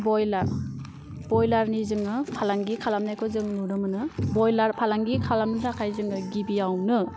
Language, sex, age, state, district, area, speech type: Bodo, female, 18-30, Assam, Udalguri, rural, spontaneous